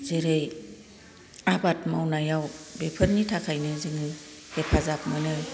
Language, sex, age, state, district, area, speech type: Bodo, female, 45-60, Assam, Kokrajhar, rural, spontaneous